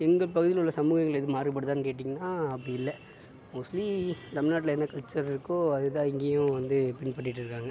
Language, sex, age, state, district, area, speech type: Tamil, male, 60+, Tamil Nadu, Sivaganga, urban, spontaneous